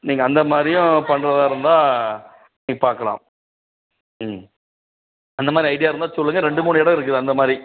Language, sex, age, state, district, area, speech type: Tamil, male, 45-60, Tamil Nadu, Dharmapuri, urban, conversation